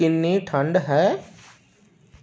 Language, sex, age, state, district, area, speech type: Punjabi, male, 45-60, Punjab, Barnala, rural, read